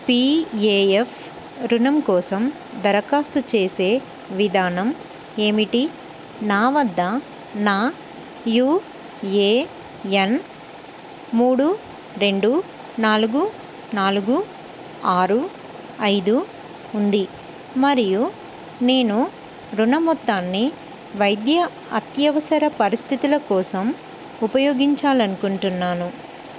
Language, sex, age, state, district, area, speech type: Telugu, female, 30-45, Telangana, Karimnagar, rural, read